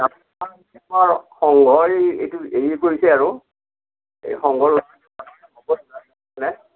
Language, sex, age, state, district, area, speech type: Assamese, male, 60+, Assam, Darrang, rural, conversation